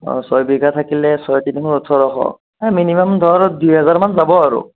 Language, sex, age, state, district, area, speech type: Assamese, female, 60+, Assam, Kamrup Metropolitan, urban, conversation